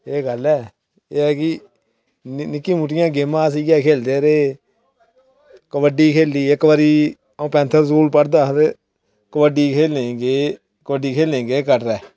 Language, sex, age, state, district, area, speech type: Dogri, male, 30-45, Jammu and Kashmir, Samba, rural, spontaneous